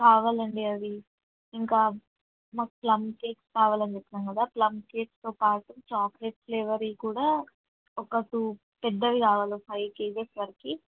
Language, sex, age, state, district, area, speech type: Telugu, female, 18-30, Telangana, Ranga Reddy, urban, conversation